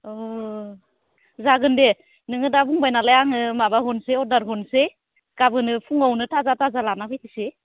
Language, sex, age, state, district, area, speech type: Bodo, female, 30-45, Assam, Udalguri, urban, conversation